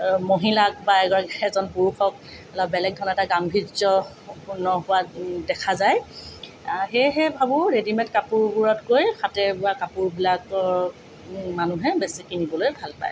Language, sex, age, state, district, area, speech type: Assamese, female, 45-60, Assam, Tinsukia, rural, spontaneous